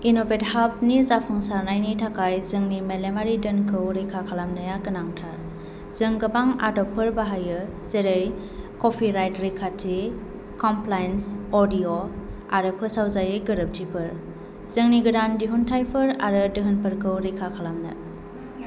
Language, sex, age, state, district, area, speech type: Bodo, female, 18-30, Assam, Kokrajhar, urban, read